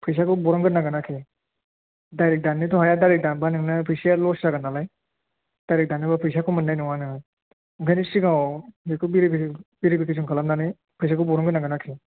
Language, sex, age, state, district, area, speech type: Bodo, male, 30-45, Assam, Chirang, rural, conversation